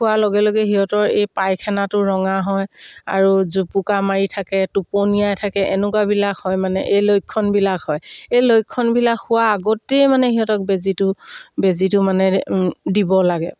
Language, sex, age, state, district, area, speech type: Assamese, female, 60+, Assam, Dibrugarh, rural, spontaneous